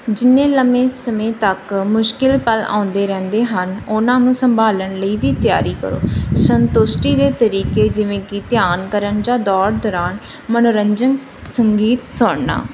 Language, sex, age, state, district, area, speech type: Punjabi, female, 30-45, Punjab, Barnala, rural, spontaneous